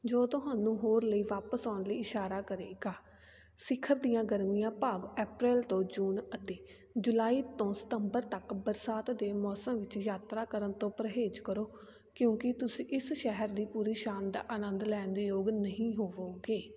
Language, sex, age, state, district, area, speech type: Punjabi, female, 18-30, Punjab, Fatehgarh Sahib, rural, spontaneous